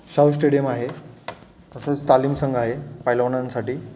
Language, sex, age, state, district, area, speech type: Marathi, male, 30-45, Maharashtra, Satara, urban, spontaneous